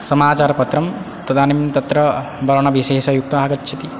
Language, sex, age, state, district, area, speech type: Sanskrit, male, 18-30, Odisha, Balangir, rural, spontaneous